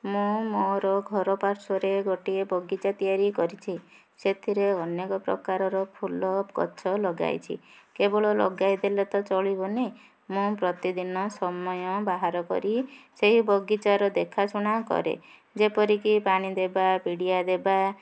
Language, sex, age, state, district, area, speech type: Odia, female, 45-60, Odisha, Ganjam, urban, spontaneous